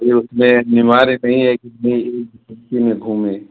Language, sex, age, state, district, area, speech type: Hindi, male, 45-60, Uttar Pradesh, Mau, urban, conversation